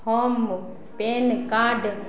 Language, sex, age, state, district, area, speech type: Maithili, female, 45-60, Bihar, Madhubani, rural, read